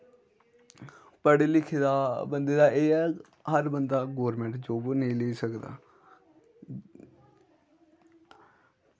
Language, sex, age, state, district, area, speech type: Dogri, male, 18-30, Jammu and Kashmir, Samba, rural, spontaneous